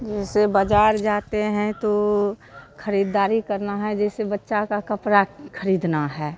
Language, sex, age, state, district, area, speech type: Hindi, female, 45-60, Bihar, Madhepura, rural, spontaneous